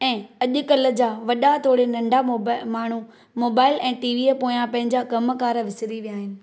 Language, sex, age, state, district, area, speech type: Sindhi, female, 30-45, Maharashtra, Thane, urban, spontaneous